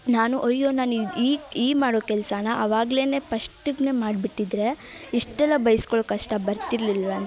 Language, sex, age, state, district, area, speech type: Kannada, female, 18-30, Karnataka, Dharwad, urban, spontaneous